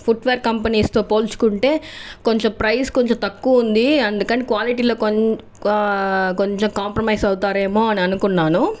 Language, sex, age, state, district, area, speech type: Telugu, female, 45-60, Andhra Pradesh, Chittoor, rural, spontaneous